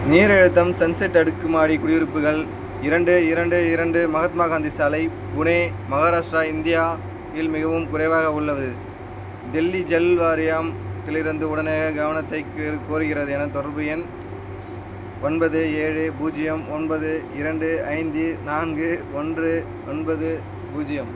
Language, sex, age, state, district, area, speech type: Tamil, male, 18-30, Tamil Nadu, Madurai, rural, read